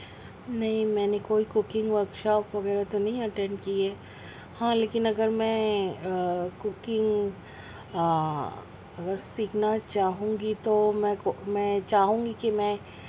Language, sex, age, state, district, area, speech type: Urdu, female, 30-45, Maharashtra, Nashik, urban, spontaneous